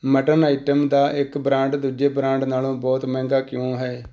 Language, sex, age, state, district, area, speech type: Punjabi, male, 45-60, Punjab, Tarn Taran, rural, read